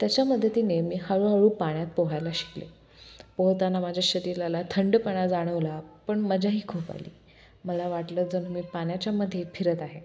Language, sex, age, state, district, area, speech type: Marathi, female, 18-30, Maharashtra, Osmanabad, rural, spontaneous